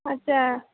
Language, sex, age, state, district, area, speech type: Maithili, female, 30-45, Bihar, Purnia, rural, conversation